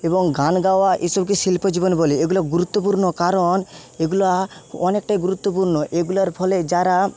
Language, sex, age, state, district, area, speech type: Bengali, male, 30-45, West Bengal, Jhargram, rural, spontaneous